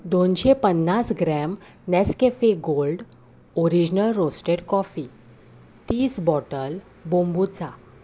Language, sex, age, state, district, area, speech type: Goan Konkani, female, 18-30, Goa, Salcete, urban, read